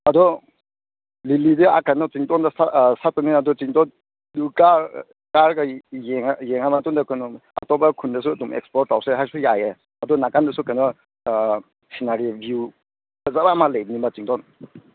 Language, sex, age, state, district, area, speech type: Manipuri, male, 30-45, Manipur, Ukhrul, rural, conversation